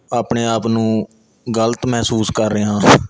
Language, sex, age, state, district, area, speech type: Punjabi, male, 18-30, Punjab, Mohali, rural, spontaneous